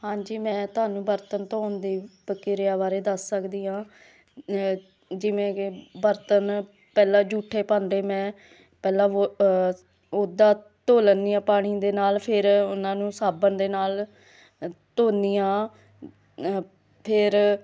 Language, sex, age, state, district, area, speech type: Punjabi, female, 30-45, Punjab, Hoshiarpur, rural, spontaneous